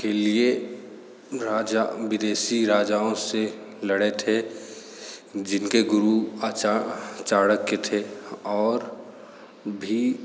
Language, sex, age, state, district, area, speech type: Hindi, male, 30-45, Uttar Pradesh, Sonbhadra, rural, spontaneous